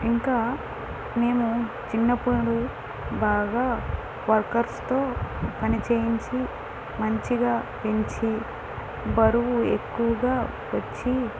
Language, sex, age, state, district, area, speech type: Telugu, female, 18-30, Andhra Pradesh, Visakhapatnam, rural, spontaneous